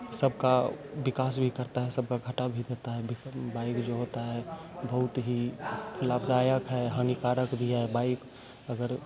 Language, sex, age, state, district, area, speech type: Hindi, male, 18-30, Bihar, Begusarai, urban, spontaneous